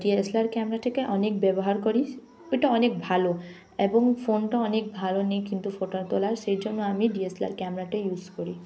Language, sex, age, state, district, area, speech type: Bengali, female, 18-30, West Bengal, Hooghly, urban, spontaneous